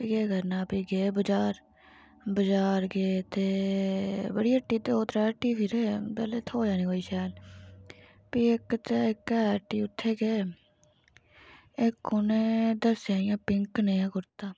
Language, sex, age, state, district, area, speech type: Dogri, female, 45-60, Jammu and Kashmir, Reasi, rural, spontaneous